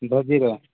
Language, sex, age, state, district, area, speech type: Odia, male, 30-45, Odisha, Koraput, urban, conversation